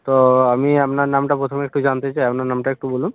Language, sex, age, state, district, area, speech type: Bengali, male, 45-60, West Bengal, South 24 Parganas, rural, conversation